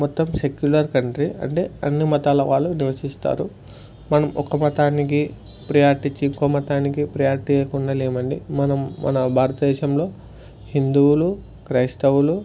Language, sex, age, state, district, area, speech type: Telugu, male, 18-30, Andhra Pradesh, Sri Satya Sai, urban, spontaneous